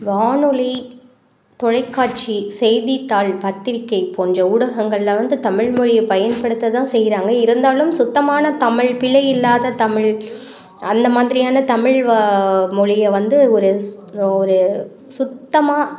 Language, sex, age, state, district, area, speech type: Tamil, female, 45-60, Tamil Nadu, Thanjavur, rural, spontaneous